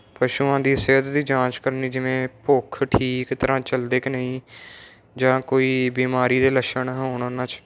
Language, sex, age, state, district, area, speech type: Punjabi, male, 18-30, Punjab, Moga, rural, spontaneous